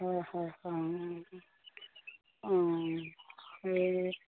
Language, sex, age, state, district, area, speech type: Assamese, female, 45-60, Assam, Sivasagar, rural, conversation